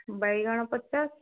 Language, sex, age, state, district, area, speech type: Odia, female, 60+, Odisha, Jharsuguda, rural, conversation